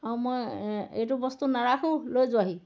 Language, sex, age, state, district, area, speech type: Assamese, female, 60+, Assam, Golaghat, rural, spontaneous